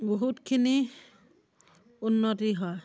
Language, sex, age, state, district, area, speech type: Assamese, female, 45-60, Assam, Dhemaji, rural, spontaneous